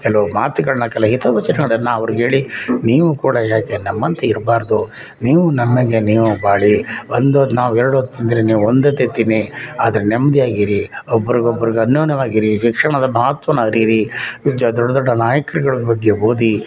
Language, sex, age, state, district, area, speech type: Kannada, male, 60+, Karnataka, Mysore, urban, spontaneous